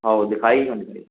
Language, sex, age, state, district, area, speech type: Hindi, male, 18-30, Madhya Pradesh, Jabalpur, urban, conversation